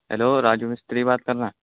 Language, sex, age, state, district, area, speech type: Urdu, male, 18-30, Delhi, East Delhi, urban, conversation